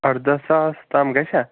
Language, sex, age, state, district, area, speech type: Kashmiri, female, 30-45, Jammu and Kashmir, Shopian, rural, conversation